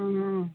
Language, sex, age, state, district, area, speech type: Manipuri, female, 45-60, Manipur, Churachandpur, rural, conversation